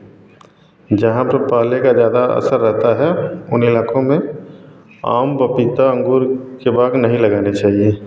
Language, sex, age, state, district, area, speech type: Hindi, male, 45-60, Uttar Pradesh, Varanasi, rural, spontaneous